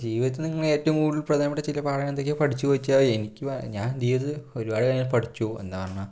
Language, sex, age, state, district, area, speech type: Malayalam, male, 18-30, Kerala, Palakkad, rural, spontaneous